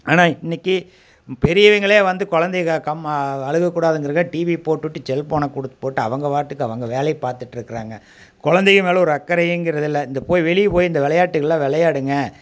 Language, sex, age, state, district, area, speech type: Tamil, male, 45-60, Tamil Nadu, Coimbatore, rural, spontaneous